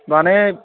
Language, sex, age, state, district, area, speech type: Bodo, male, 30-45, Assam, Chirang, rural, conversation